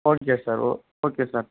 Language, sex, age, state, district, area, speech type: Tamil, male, 45-60, Tamil Nadu, Ariyalur, rural, conversation